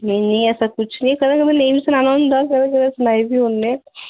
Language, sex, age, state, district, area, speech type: Dogri, female, 30-45, Jammu and Kashmir, Udhampur, urban, conversation